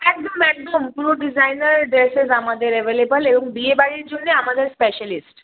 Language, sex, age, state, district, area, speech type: Bengali, female, 30-45, West Bengal, Hooghly, urban, conversation